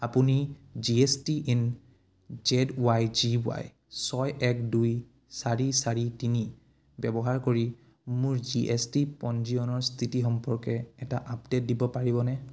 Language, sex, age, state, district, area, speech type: Assamese, male, 18-30, Assam, Udalguri, rural, read